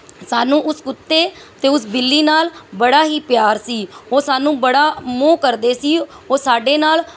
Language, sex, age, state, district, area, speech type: Punjabi, female, 30-45, Punjab, Mansa, urban, spontaneous